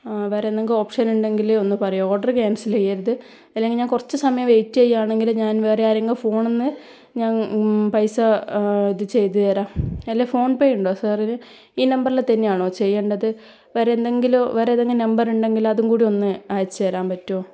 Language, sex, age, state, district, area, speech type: Malayalam, female, 18-30, Kerala, Kannur, rural, spontaneous